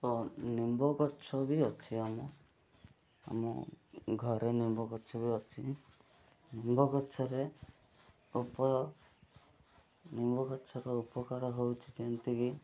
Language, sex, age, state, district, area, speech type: Odia, male, 30-45, Odisha, Malkangiri, urban, spontaneous